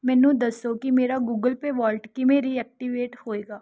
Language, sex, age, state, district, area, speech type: Punjabi, female, 18-30, Punjab, Rupnagar, urban, read